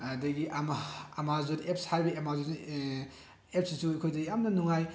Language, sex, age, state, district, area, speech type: Manipuri, male, 18-30, Manipur, Bishnupur, rural, spontaneous